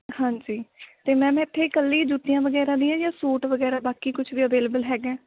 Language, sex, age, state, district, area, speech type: Punjabi, female, 18-30, Punjab, Mohali, rural, conversation